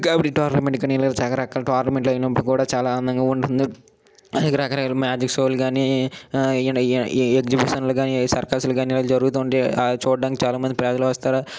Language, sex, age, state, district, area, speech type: Telugu, male, 18-30, Andhra Pradesh, Srikakulam, urban, spontaneous